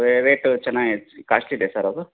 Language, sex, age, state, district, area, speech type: Kannada, male, 45-60, Karnataka, Gadag, rural, conversation